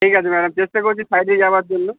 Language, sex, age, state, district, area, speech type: Bengali, male, 30-45, West Bengal, Uttar Dinajpur, urban, conversation